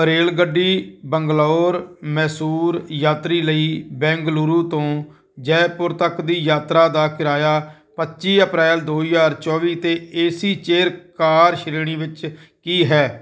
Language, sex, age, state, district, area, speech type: Punjabi, male, 45-60, Punjab, Firozpur, rural, read